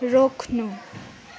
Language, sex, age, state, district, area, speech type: Nepali, female, 18-30, West Bengal, Kalimpong, rural, read